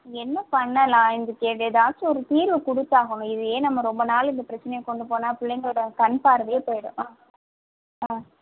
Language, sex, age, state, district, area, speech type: Tamil, female, 45-60, Tamil Nadu, Pudukkottai, urban, conversation